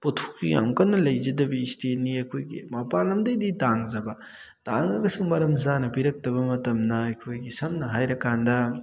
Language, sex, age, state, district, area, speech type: Manipuri, male, 30-45, Manipur, Thoubal, rural, spontaneous